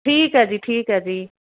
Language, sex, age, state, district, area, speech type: Punjabi, female, 45-60, Punjab, Fazilka, rural, conversation